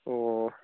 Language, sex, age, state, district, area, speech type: Manipuri, male, 18-30, Manipur, Churachandpur, rural, conversation